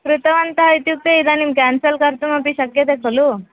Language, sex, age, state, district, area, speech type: Sanskrit, female, 18-30, Karnataka, Dharwad, urban, conversation